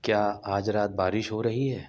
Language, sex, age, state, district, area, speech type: Urdu, male, 30-45, Delhi, Central Delhi, urban, read